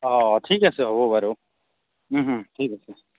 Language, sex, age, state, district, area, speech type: Assamese, male, 18-30, Assam, Barpeta, rural, conversation